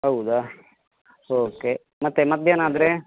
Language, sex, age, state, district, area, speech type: Kannada, male, 45-60, Karnataka, Udupi, rural, conversation